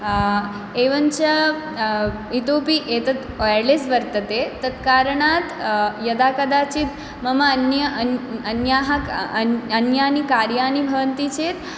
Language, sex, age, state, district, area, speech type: Sanskrit, female, 18-30, West Bengal, Dakshin Dinajpur, urban, spontaneous